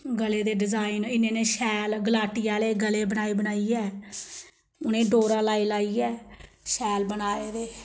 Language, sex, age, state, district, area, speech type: Dogri, female, 30-45, Jammu and Kashmir, Samba, rural, spontaneous